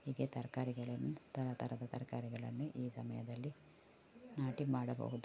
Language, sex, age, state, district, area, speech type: Kannada, female, 45-60, Karnataka, Udupi, rural, spontaneous